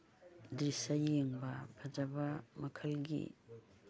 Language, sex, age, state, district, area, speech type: Manipuri, female, 60+, Manipur, Imphal East, rural, spontaneous